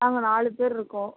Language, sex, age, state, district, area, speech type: Tamil, female, 18-30, Tamil Nadu, Thoothukudi, urban, conversation